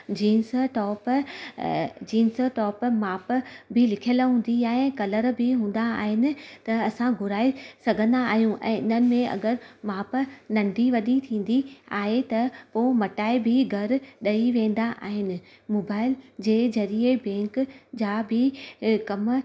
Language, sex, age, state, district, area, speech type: Sindhi, female, 30-45, Gujarat, Surat, urban, spontaneous